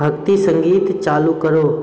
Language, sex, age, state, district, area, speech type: Hindi, male, 30-45, Bihar, Darbhanga, rural, read